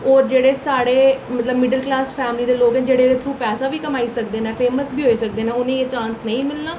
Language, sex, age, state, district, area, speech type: Dogri, female, 18-30, Jammu and Kashmir, Reasi, urban, spontaneous